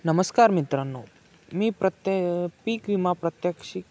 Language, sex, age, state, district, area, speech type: Marathi, male, 18-30, Maharashtra, Nanded, rural, spontaneous